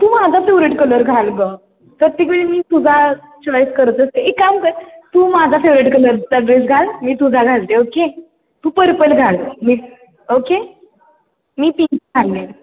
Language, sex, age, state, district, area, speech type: Marathi, female, 18-30, Maharashtra, Satara, urban, conversation